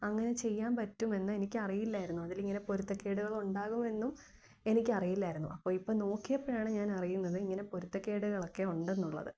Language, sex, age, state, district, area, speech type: Malayalam, female, 18-30, Kerala, Thiruvananthapuram, urban, spontaneous